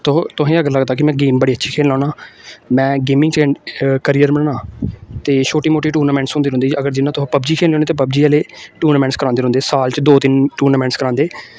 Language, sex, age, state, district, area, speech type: Dogri, male, 18-30, Jammu and Kashmir, Samba, urban, spontaneous